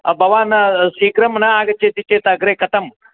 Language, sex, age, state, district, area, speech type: Sanskrit, male, 60+, Karnataka, Vijayapura, urban, conversation